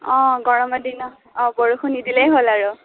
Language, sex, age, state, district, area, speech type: Assamese, female, 18-30, Assam, Sonitpur, rural, conversation